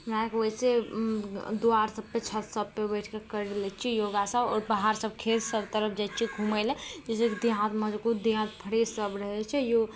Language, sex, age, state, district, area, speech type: Maithili, female, 18-30, Bihar, Araria, rural, spontaneous